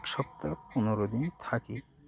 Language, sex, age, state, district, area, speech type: Bengali, male, 30-45, West Bengal, Birbhum, urban, spontaneous